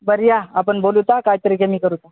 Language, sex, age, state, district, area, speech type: Marathi, male, 18-30, Maharashtra, Hingoli, urban, conversation